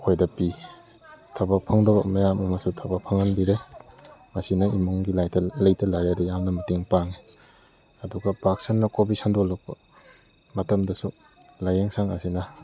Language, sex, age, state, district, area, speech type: Manipuri, male, 30-45, Manipur, Kakching, rural, spontaneous